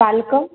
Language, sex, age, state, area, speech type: Sanskrit, female, 18-30, Rajasthan, urban, conversation